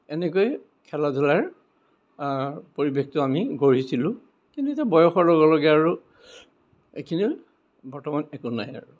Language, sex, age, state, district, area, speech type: Assamese, male, 60+, Assam, Kamrup Metropolitan, urban, spontaneous